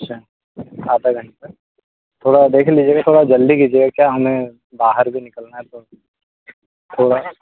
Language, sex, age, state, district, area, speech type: Hindi, male, 60+, Madhya Pradesh, Bhopal, urban, conversation